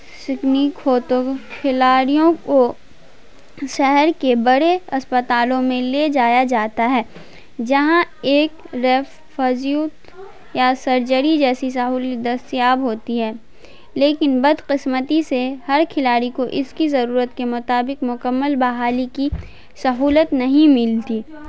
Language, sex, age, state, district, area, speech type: Urdu, female, 18-30, Bihar, Madhubani, urban, spontaneous